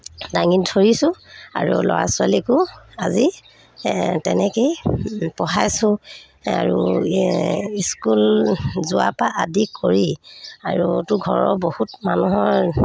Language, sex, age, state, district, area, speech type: Assamese, female, 30-45, Assam, Sivasagar, rural, spontaneous